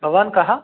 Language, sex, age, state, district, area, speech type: Sanskrit, male, 60+, Telangana, Hyderabad, urban, conversation